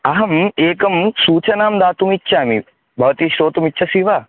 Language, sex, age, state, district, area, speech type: Sanskrit, male, 18-30, Andhra Pradesh, Chittoor, urban, conversation